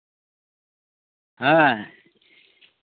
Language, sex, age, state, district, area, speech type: Santali, male, 30-45, West Bengal, Bankura, rural, conversation